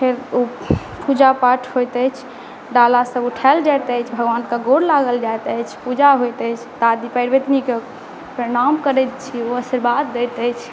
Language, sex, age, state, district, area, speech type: Maithili, female, 18-30, Bihar, Saharsa, rural, spontaneous